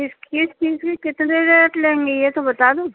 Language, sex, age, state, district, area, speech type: Urdu, female, 45-60, Uttar Pradesh, Rampur, urban, conversation